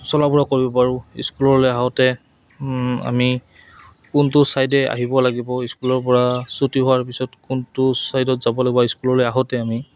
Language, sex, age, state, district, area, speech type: Assamese, male, 30-45, Assam, Goalpara, rural, spontaneous